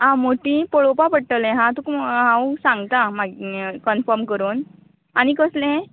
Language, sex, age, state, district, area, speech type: Goan Konkani, female, 18-30, Goa, Canacona, rural, conversation